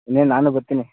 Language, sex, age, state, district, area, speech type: Kannada, male, 30-45, Karnataka, Mandya, rural, conversation